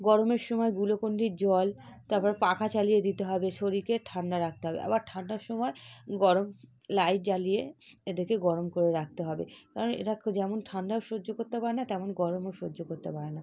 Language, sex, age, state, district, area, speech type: Bengali, female, 30-45, West Bengal, South 24 Parganas, rural, spontaneous